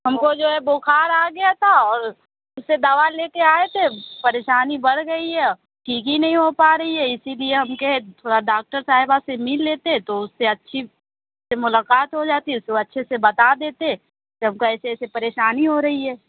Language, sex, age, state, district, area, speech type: Urdu, female, 30-45, Uttar Pradesh, Lucknow, urban, conversation